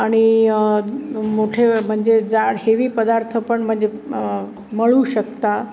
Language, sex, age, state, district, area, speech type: Marathi, female, 60+, Maharashtra, Pune, urban, spontaneous